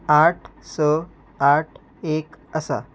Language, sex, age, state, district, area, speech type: Goan Konkani, male, 18-30, Goa, Salcete, rural, read